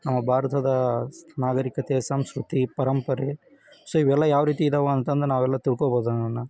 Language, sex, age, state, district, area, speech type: Kannada, male, 18-30, Karnataka, Koppal, rural, spontaneous